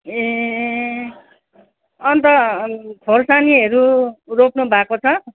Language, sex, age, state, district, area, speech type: Nepali, female, 60+, West Bengal, Kalimpong, rural, conversation